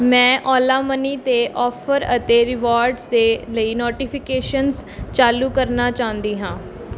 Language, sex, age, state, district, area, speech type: Punjabi, female, 18-30, Punjab, Mohali, urban, read